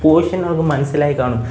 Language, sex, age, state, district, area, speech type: Malayalam, male, 18-30, Kerala, Kollam, rural, spontaneous